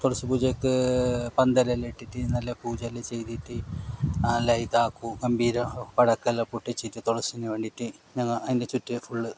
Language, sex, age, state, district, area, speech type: Malayalam, male, 45-60, Kerala, Kasaragod, rural, spontaneous